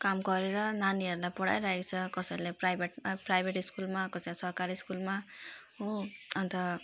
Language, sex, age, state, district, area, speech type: Nepali, female, 30-45, West Bengal, Jalpaiguri, urban, spontaneous